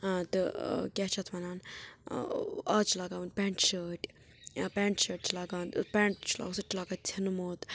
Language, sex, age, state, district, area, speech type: Kashmiri, female, 30-45, Jammu and Kashmir, Budgam, rural, spontaneous